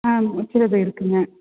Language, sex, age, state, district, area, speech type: Tamil, female, 45-60, Tamil Nadu, Perambalur, urban, conversation